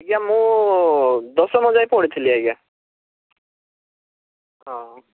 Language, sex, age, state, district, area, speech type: Odia, male, 30-45, Odisha, Bhadrak, rural, conversation